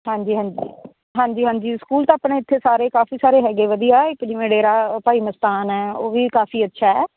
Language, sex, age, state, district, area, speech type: Punjabi, female, 30-45, Punjab, Muktsar, urban, conversation